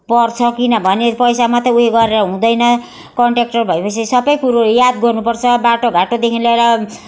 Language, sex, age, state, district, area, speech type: Nepali, female, 60+, West Bengal, Darjeeling, rural, spontaneous